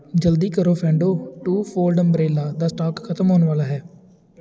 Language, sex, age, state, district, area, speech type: Punjabi, male, 18-30, Punjab, Tarn Taran, urban, read